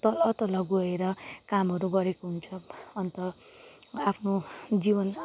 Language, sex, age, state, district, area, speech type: Nepali, female, 30-45, West Bengal, Darjeeling, urban, spontaneous